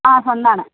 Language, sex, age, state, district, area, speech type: Malayalam, female, 30-45, Kerala, Wayanad, rural, conversation